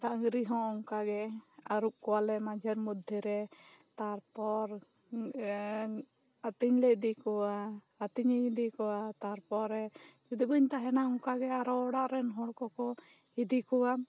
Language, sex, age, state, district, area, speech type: Santali, female, 30-45, West Bengal, Bankura, rural, spontaneous